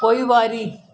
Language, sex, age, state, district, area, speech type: Sindhi, female, 60+, Delhi, South Delhi, urban, read